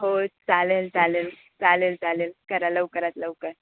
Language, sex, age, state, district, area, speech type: Marathi, female, 18-30, Maharashtra, Ratnagiri, urban, conversation